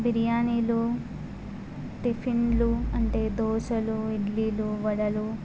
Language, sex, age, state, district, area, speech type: Telugu, female, 18-30, Telangana, Adilabad, urban, spontaneous